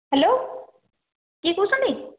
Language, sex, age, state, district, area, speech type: Odia, female, 45-60, Odisha, Khordha, rural, conversation